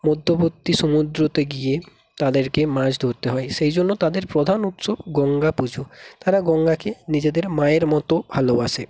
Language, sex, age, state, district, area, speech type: Bengali, male, 18-30, West Bengal, North 24 Parganas, rural, spontaneous